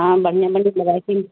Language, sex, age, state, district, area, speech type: Urdu, female, 45-60, Bihar, Gaya, urban, conversation